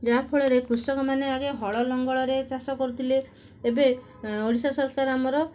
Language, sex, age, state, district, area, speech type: Odia, female, 30-45, Odisha, Cuttack, urban, spontaneous